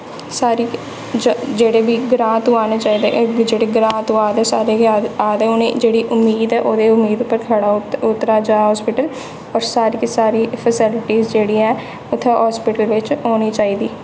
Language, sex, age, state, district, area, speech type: Dogri, female, 18-30, Jammu and Kashmir, Jammu, urban, spontaneous